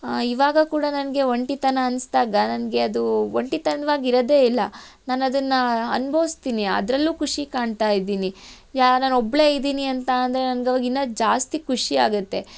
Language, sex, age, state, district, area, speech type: Kannada, female, 18-30, Karnataka, Tumkur, rural, spontaneous